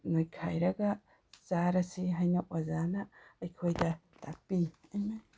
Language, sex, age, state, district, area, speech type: Manipuri, female, 30-45, Manipur, Tengnoupal, rural, spontaneous